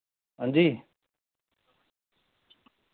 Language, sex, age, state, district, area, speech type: Dogri, male, 30-45, Jammu and Kashmir, Udhampur, rural, conversation